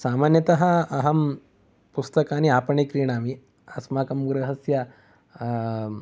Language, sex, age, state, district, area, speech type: Sanskrit, male, 18-30, Karnataka, Mysore, urban, spontaneous